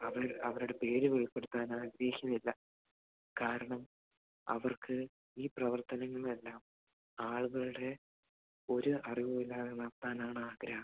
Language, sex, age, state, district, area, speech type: Malayalam, male, 18-30, Kerala, Idukki, rural, conversation